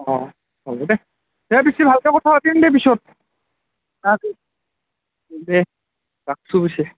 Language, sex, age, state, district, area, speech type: Assamese, male, 18-30, Assam, Udalguri, rural, conversation